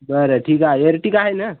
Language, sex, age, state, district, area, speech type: Marathi, male, 18-30, Maharashtra, Hingoli, urban, conversation